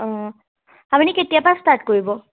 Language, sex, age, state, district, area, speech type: Assamese, female, 18-30, Assam, Majuli, urban, conversation